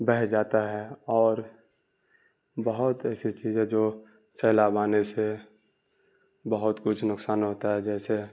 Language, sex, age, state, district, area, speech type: Urdu, male, 18-30, Bihar, Darbhanga, rural, spontaneous